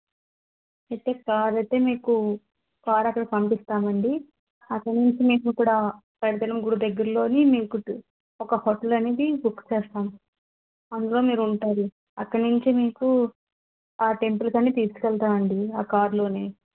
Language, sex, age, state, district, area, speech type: Telugu, female, 30-45, Andhra Pradesh, Vizianagaram, rural, conversation